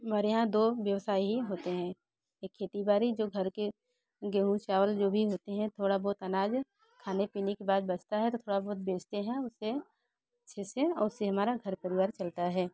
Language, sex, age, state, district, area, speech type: Hindi, female, 30-45, Uttar Pradesh, Bhadohi, rural, spontaneous